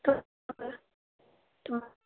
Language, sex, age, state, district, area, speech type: Assamese, female, 18-30, Assam, Majuli, urban, conversation